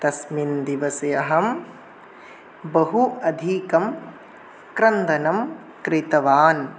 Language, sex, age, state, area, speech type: Sanskrit, male, 18-30, Tripura, rural, spontaneous